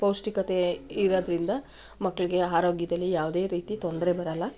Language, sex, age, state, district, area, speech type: Kannada, female, 45-60, Karnataka, Mandya, rural, spontaneous